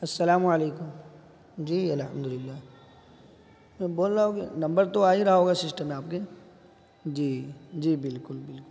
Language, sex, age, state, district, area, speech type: Urdu, male, 30-45, Bihar, East Champaran, urban, spontaneous